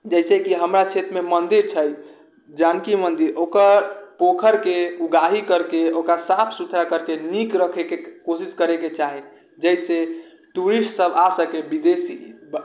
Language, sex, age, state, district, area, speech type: Maithili, male, 18-30, Bihar, Sitamarhi, urban, spontaneous